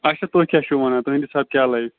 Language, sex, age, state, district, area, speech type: Kashmiri, male, 30-45, Jammu and Kashmir, Bandipora, rural, conversation